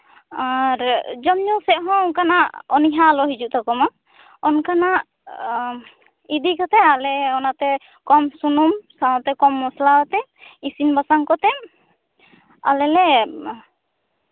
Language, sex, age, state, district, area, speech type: Santali, female, 18-30, West Bengal, Bankura, rural, conversation